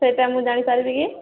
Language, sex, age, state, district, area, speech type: Odia, female, 30-45, Odisha, Sambalpur, rural, conversation